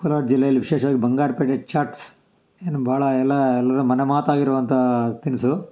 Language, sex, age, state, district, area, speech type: Kannada, male, 60+, Karnataka, Kolar, rural, spontaneous